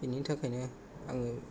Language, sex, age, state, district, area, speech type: Bodo, male, 30-45, Assam, Kokrajhar, rural, spontaneous